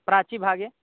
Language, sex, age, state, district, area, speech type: Sanskrit, male, 18-30, Bihar, East Champaran, rural, conversation